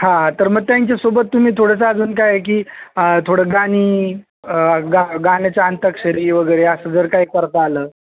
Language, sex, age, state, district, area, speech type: Marathi, male, 30-45, Maharashtra, Mumbai Suburban, urban, conversation